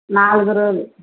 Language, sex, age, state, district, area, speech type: Telugu, female, 45-60, Andhra Pradesh, N T Rama Rao, urban, conversation